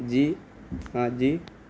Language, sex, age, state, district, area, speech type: Urdu, male, 18-30, Bihar, Gaya, urban, spontaneous